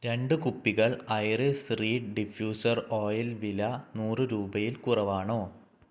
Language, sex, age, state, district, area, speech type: Malayalam, male, 18-30, Kerala, Kannur, rural, read